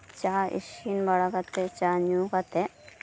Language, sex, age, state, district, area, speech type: Santali, female, 18-30, West Bengal, Birbhum, rural, spontaneous